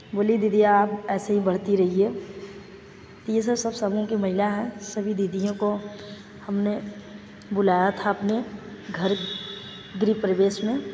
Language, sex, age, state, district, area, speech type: Hindi, female, 18-30, Uttar Pradesh, Mirzapur, rural, spontaneous